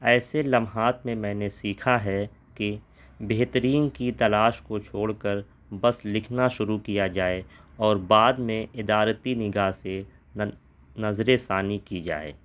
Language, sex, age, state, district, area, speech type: Urdu, male, 30-45, Delhi, North East Delhi, urban, spontaneous